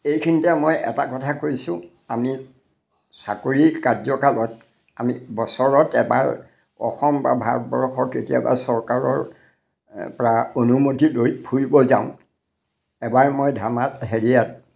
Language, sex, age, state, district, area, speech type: Assamese, male, 60+, Assam, Majuli, urban, spontaneous